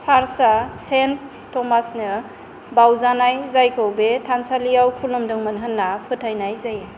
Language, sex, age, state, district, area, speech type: Bodo, female, 45-60, Assam, Kokrajhar, urban, read